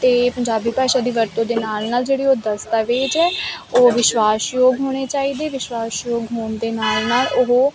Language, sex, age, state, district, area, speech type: Punjabi, female, 18-30, Punjab, Kapurthala, urban, spontaneous